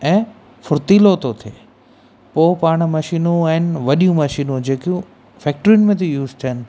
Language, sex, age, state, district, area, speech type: Sindhi, male, 30-45, Gujarat, Kutch, rural, spontaneous